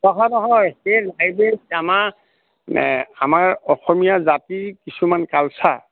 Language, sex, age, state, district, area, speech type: Assamese, male, 30-45, Assam, Lakhimpur, urban, conversation